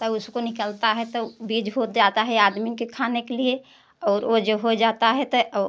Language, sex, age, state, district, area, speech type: Hindi, female, 60+, Uttar Pradesh, Prayagraj, urban, spontaneous